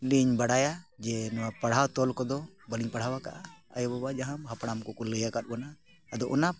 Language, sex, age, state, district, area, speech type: Santali, male, 45-60, Jharkhand, Bokaro, rural, spontaneous